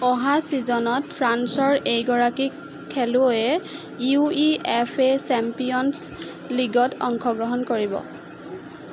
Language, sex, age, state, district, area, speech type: Assamese, female, 18-30, Assam, Jorhat, urban, read